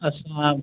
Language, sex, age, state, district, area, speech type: Dogri, male, 30-45, Jammu and Kashmir, Udhampur, rural, conversation